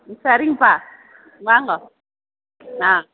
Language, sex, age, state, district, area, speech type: Tamil, female, 45-60, Tamil Nadu, Tiruvannamalai, urban, conversation